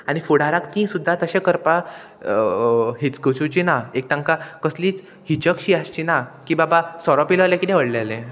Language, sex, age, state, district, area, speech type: Goan Konkani, male, 18-30, Goa, Murmgao, rural, spontaneous